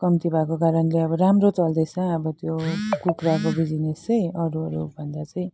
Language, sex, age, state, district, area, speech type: Nepali, female, 30-45, West Bengal, Jalpaiguri, rural, spontaneous